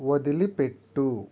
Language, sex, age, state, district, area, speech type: Telugu, male, 45-60, Andhra Pradesh, East Godavari, rural, read